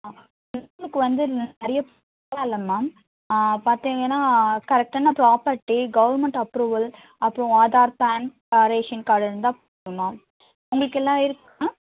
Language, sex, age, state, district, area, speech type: Tamil, female, 30-45, Tamil Nadu, Chennai, urban, conversation